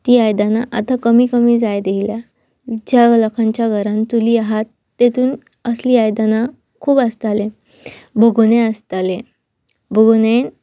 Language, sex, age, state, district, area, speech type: Goan Konkani, female, 18-30, Goa, Pernem, rural, spontaneous